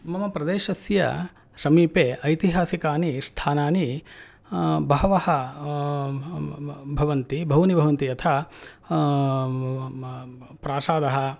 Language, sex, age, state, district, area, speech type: Sanskrit, male, 45-60, Karnataka, Mysore, urban, spontaneous